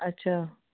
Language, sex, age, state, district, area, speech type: Punjabi, female, 30-45, Punjab, Ludhiana, urban, conversation